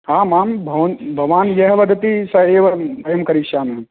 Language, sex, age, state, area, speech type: Sanskrit, male, 18-30, Rajasthan, urban, conversation